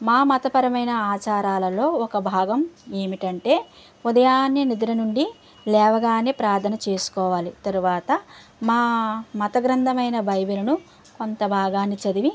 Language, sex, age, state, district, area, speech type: Telugu, male, 45-60, Andhra Pradesh, West Godavari, rural, spontaneous